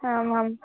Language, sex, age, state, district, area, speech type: Sanskrit, female, 18-30, Karnataka, Bangalore Rural, rural, conversation